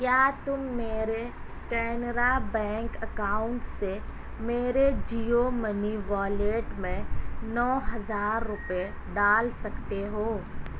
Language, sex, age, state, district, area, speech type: Urdu, female, 18-30, Delhi, South Delhi, urban, read